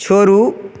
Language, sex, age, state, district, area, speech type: Maithili, male, 30-45, Bihar, Begusarai, urban, read